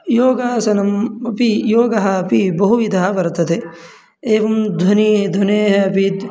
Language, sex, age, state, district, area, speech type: Sanskrit, male, 18-30, Karnataka, Mandya, rural, spontaneous